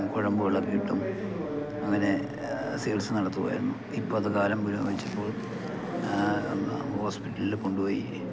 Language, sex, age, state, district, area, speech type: Malayalam, male, 60+, Kerala, Idukki, rural, spontaneous